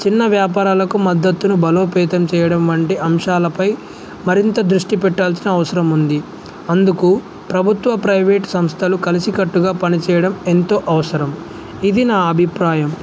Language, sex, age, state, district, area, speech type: Telugu, male, 18-30, Telangana, Jangaon, rural, spontaneous